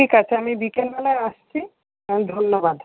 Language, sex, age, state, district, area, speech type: Bengali, female, 45-60, West Bengal, Paschim Bardhaman, urban, conversation